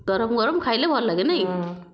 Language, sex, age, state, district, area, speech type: Odia, female, 45-60, Odisha, Nayagarh, rural, spontaneous